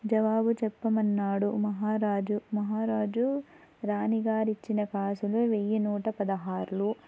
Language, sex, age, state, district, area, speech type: Telugu, female, 18-30, Andhra Pradesh, Anantapur, urban, spontaneous